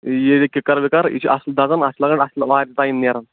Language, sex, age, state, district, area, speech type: Kashmiri, male, 18-30, Jammu and Kashmir, Shopian, rural, conversation